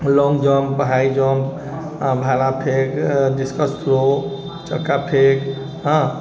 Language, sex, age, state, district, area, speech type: Maithili, male, 30-45, Bihar, Sitamarhi, urban, spontaneous